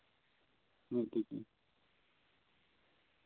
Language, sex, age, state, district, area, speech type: Santali, male, 30-45, West Bengal, Birbhum, rural, conversation